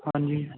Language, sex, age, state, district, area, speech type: Punjabi, male, 18-30, Punjab, Ludhiana, rural, conversation